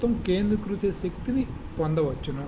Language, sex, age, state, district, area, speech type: Telugu, male, 45-60, Andhra Pradesh, Visakhapatnam, urban, spontaneous